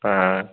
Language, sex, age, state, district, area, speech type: Hindi, male, 18-30, Uttar Pradesh, Azamgarh, rural, conversation